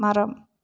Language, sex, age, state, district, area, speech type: Tamil, female, 30-45, Tamil Nadu, Erode, rural, read